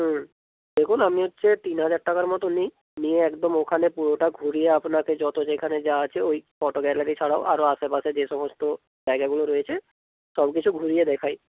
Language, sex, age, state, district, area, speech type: Bengali, male, 18-30, West Bengal, Bankura, urban, conversation